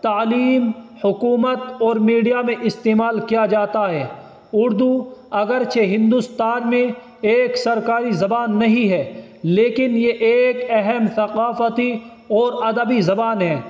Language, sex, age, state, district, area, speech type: Urdu, male, 18-30, Uttar Pradesh, Saharanpur, urban, spontaneous